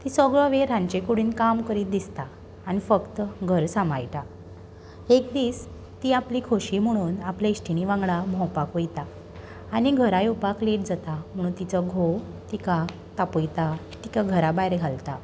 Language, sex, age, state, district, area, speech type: Goan Konkani, female, 18-30, Goa, Tiswadi, rural, spontaneous